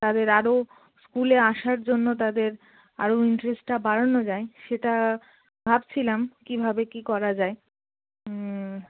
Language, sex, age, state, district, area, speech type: Bengali, female, 18-30, West Bengal, Darjeeling, rural, conversation